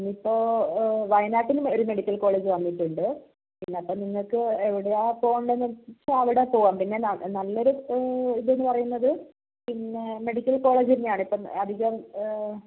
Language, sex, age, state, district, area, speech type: Malayalam, female, 18-30, Kerala, Kozhikode, rural, conversation